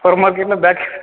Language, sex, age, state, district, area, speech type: Tamil, male, 18-30, Tamil Nadu, Sivaganga, rural, conversation